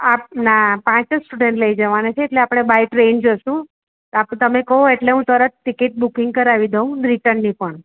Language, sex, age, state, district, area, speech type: Gujarati, female, 45-60, Gujarat, Surat, urban, conversation